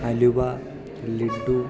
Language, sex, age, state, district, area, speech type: Malayalam, male, 18-30, Kerala, Idukki, rural, spontaneous